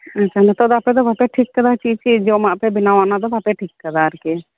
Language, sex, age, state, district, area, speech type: Santali, female, 30-45, West Bengal, Birbhum, rural, conversation